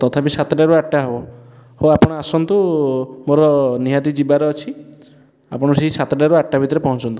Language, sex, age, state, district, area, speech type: Odia, male, 30-45, Odisha, Puri, urban, spontaneous